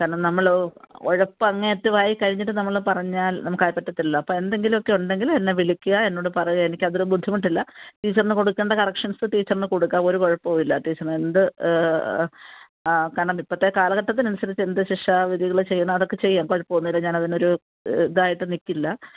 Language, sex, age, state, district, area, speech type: Malayalam, female, 45-60, Kerala, Alappuzha, rural, conversation